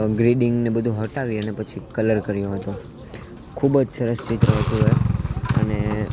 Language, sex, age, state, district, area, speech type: Gujarati, male, 18-30, Gujarat, Junagadh, urban, spontaneous